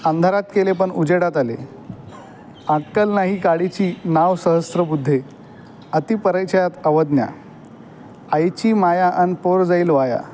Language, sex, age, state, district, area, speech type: Marathi, male, 18-30, Maharashtra, Aurangabad, urban, spontaneous